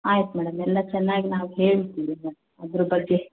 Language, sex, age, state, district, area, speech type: Kannada, female, 30-45, Karnataka, Chitradurga, rural, conversation